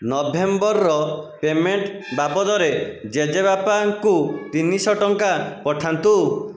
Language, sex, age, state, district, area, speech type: Odia, male, 45-60, Odisha, Jajpur, rural, read